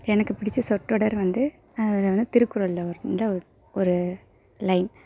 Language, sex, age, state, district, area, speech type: Tamil, female, 18-30, Tamil Nadu, Perambalur, rural, spontaneous